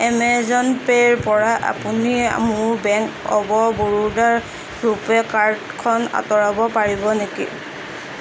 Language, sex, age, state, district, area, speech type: Assamese, female, 30-45, Assam, Darrang, rural, read